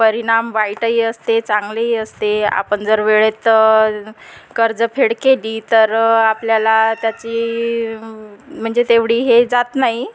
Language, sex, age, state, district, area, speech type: Marathi, female, 30-45, Maharashtra, Nagpur, rural, spontaneous